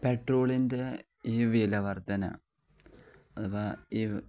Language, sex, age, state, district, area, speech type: Malayalam, male, 18-30, Kerala, Kozhikode, rural, spontaneous